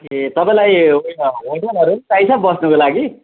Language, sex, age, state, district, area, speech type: Nepali, male, 30-45, West Bengal, Kalimpong, rural, conversation